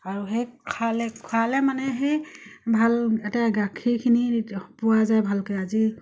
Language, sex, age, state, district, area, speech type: Assamese, female, 30-45, Assam, Dibrugarh, rural, spontaneous